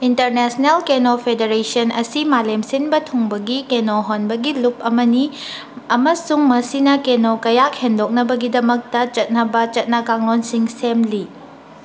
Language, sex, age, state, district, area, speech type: Manipuri, female, 18-30, Manipur, Kangpokpi, urban, read